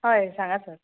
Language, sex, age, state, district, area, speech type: Goan Konkani, female, 18-30, Goa, Ponda, rural, conversation